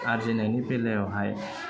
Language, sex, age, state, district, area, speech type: Bodo, male, 30-45, Assam, Udalguri, urban, spontaneous